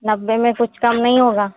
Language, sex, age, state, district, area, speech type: Hindi, female, 60+, Uttar Pradesh, Sitapur, rural, conversation